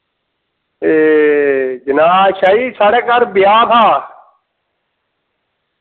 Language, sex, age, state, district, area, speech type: Dogri, male, 30-45, Jammu and Kashmir, Reasi, rural, conversation